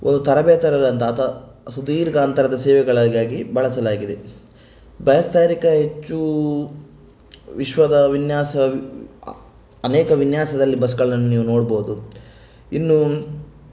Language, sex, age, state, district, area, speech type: Kannada, male, 18-30, Karnataka, Shimoga, rural, spontaneous